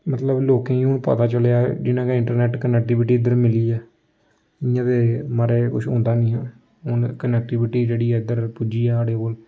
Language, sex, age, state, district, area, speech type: Dogri, male, 18-30, Jammu and Kashmir, Samba, urban, spontaneous